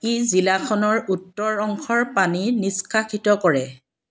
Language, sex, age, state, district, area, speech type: Assamese, female, 45-60, Assam, Dibrugarh, urban, read